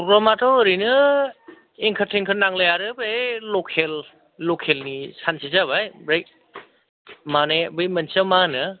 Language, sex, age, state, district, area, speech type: Bodo, male, 45-60, Assam, Chirang, rural, conversation